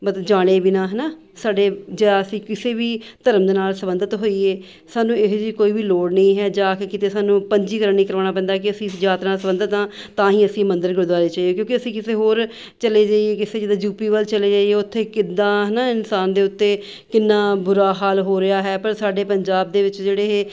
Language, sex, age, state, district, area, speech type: Punjabi, female, 30-45, Punjab, Mohali, urban, spontaneous